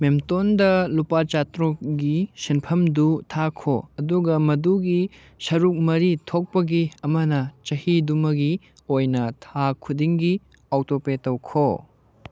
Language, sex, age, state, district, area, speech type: Manipuri, male, 18-30, Manipur, Kangpokpi, urban, read